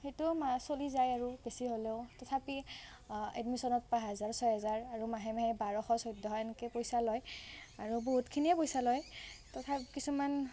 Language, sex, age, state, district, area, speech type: Assamese, female, 18-30, Assam, Nalbari, rural, spontaneous